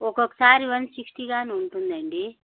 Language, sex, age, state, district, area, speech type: Telugu, female, 45-60, Andhra Pradesh, Annamaya, rural, conversation